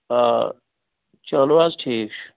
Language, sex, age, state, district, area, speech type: Kashmiri, male, 30-45, Jammu and Kashmir, Pulwama, rural, conversation